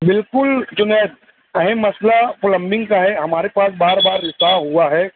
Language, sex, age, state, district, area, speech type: Urdu, male, 45-60, Maharashtra, Nashik, urban, conversation